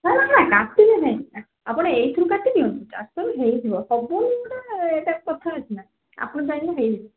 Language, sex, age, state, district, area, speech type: Odia, female, 30-45, Odisha, Balasore, rural, conversation